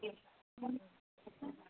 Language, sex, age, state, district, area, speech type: Urdu, female, 30-45, Uttar Pradesh, Rampur, urban, conversation